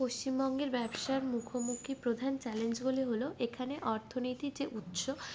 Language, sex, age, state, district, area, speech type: Bengali, female, 45-60, West Bengal, Purulia, urban, spontaneous